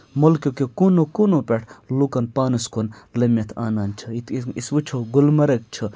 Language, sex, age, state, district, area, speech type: Kashmiri, male, 30-45, Jammu and Kashmir, Kupwara, rural, spontaneous